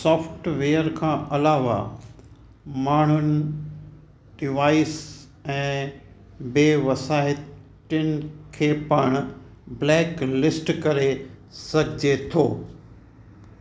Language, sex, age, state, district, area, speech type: Sindhi, male, 60+, Gujarat, Kutch, rural, read